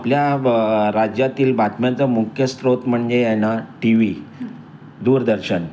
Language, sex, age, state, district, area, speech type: Marathi, male, 60+, Maharashtra, Mumbai Suburban, urban, spontaneous